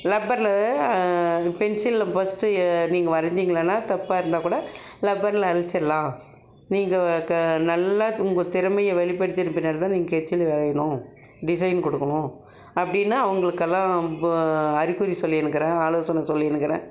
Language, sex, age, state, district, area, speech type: Tamil, female, 60+, Tamil Nadu, Dharmapuri, rural, spontaneous